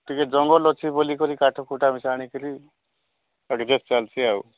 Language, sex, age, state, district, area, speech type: Odia, male, 45-60, Odisha, Nabarangpur, rural, conversation